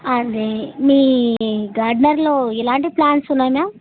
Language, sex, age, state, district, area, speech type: Telugu, female, 30-45, Andhra Pradesh, Kurnool, rural, conversation